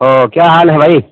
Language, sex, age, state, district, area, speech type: Urdu, male, 30-45, Bihar, East Champaran, urban, conversation